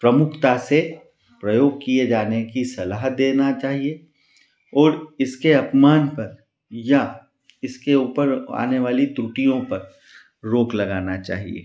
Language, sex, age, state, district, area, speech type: Hindi, male, 45-60, Madhya Pradesh, Ujjain, urban, spontaneous